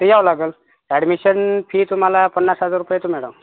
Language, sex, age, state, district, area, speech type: Marathi, male, 30-45, Maharashtra, Yavatmal, urban, conversation